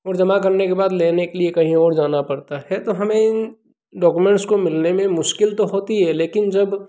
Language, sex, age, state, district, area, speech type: Hindi, male, 30-45, Madhya Pradesh, Ujjain, rural, spontaneous